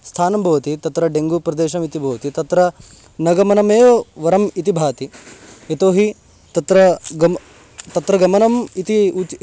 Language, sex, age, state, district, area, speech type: Sanskrit, male, 18-30, Karnataka, Haveri, urban, spontaneous